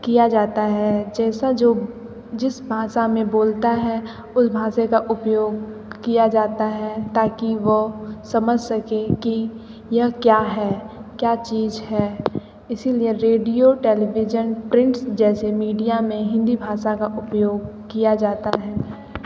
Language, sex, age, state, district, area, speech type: Hindi, female, 45-60, Uttar Pradesh, Sonbhadra, rural, spontaneous